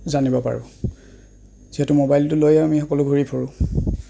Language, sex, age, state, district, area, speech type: Assamese, male, 30-45, Assam, Goalpara, urban, spontaneous